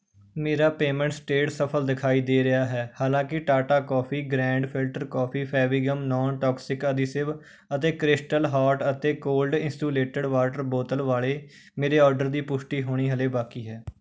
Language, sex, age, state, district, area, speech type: Punjabi, male, 18-30, Punjab, Rupnagar, rural, read